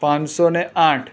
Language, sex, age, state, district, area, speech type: Gujarati, male, 30-45, Gujarat, Surat, urban, spontaneous